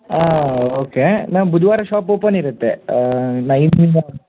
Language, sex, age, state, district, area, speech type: Kannada, male, 18-30, Karnataka, Shimoga, urban, conversation